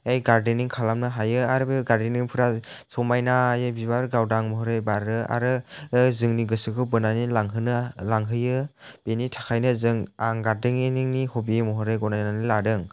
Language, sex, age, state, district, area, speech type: Bodo, male, 30-45, Assam, Chirang, rural, spontaneous